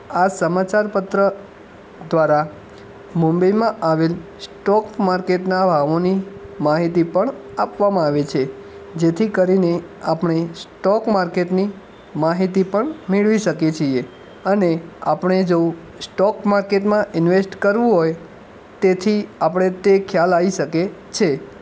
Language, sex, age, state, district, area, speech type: Gujarati, male, 18-30, Gujarat, Ahmedabad, urban, spontaneous